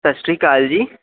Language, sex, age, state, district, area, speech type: Punjabi, male, 18-30, Punjab, Fatehgarh Sahib, rural, conversation